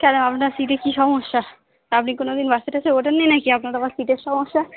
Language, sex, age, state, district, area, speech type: Bengali, female, 45-60, West Bengal, Darjeeling, urban, conversation